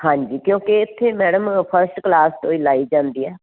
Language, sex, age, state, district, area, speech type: Punjabi, female, 45-60, Punjab, Fazilka, rural, conversation